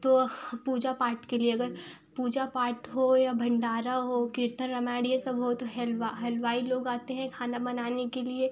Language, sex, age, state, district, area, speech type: Hindi, female, 18-30, Uttar Pradesh, Prayagraj, urban, spontaneous